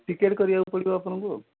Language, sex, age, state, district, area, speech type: Odia, male, 45-60, Odisha, Kendujhar, urban, conversation